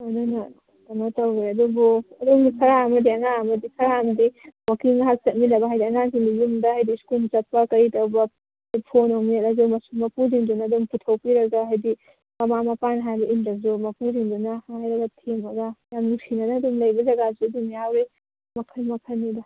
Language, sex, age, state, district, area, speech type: Manipuri, female, 30-45, Manipur, Kangpokpi, urban, conversation